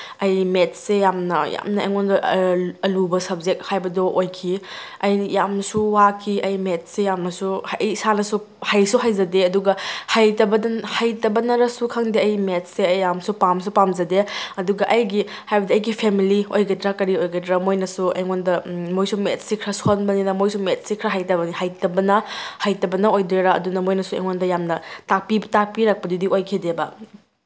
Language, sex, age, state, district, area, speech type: Manipuri, female, 30-45, Manipur, Tengnoupal, rural, spontaneous